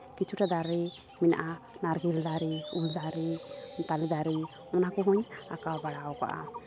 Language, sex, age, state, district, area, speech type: Santali, female, 18-30, West Bengal, Malda, rural, spontaneous